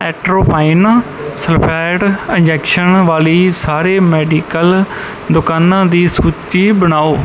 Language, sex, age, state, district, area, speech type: Punjabi, male, 30-45, Punjab, Bathinda, rural, read